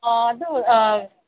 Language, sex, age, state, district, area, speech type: Manipuri, female, 45-60, Manipur, Ukhrul, rural, conversation